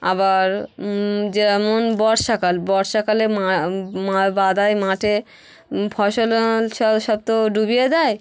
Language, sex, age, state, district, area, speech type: Bengali, female, 30-45, West Bengal, Hooghly, urban, spontaneous